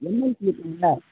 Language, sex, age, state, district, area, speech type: Tamil, male, 18-30, Tamil Nadu, Cuddalore, rural, conversation